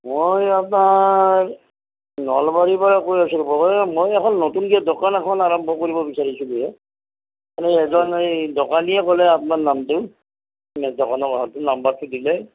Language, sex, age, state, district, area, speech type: Assamese, male, 45-60, Assam, Nalbari, rural, conversation